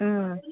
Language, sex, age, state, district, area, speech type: Kannada, female, 18-30, Karnataka, Mandya, rural, conversation